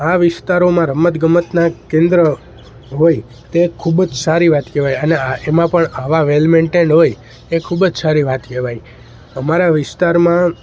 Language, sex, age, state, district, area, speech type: Gujarati, male, 18-30, Gujarat, Junagadh, rural, spontaneous